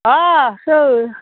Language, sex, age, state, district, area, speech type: Bodo, female, 60+, Assam, Baksa, rural, conversation